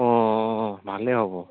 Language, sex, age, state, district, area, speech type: Assamese, male, 45-60, Assam, Sivasagar, rural, conversation